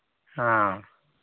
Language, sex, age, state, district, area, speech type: Hindi, male, 18-30, Uttar Pradesh, Varanasi, rural, conversation